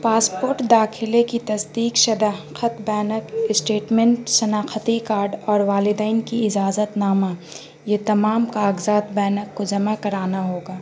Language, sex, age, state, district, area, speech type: Urdu, female, 18-30, Bihar, Gaya, urban, spontaneous